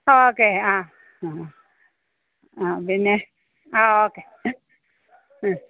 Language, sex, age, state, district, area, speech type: Malayalam, female, 60+, Kerala, Pathanamthitta, rural, conversation